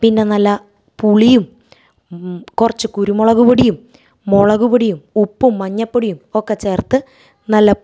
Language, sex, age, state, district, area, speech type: Malayalam, female, 30-45, Kerala, Thrissur, urban, spontaneous